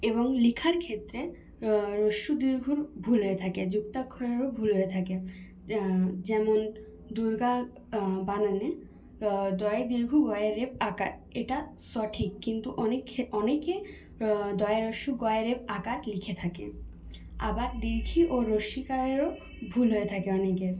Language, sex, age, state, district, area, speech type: Bengali, female, 18-30, West Bengal, Purulia, urban, spontaneous